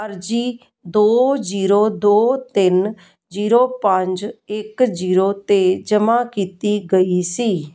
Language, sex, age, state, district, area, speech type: Punjabi, female, 45-60, Punjab, Jalandhar, urban, read